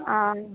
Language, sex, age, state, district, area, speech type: Hindi, female, 18-30, Bihar, Madhepura, rural, conversation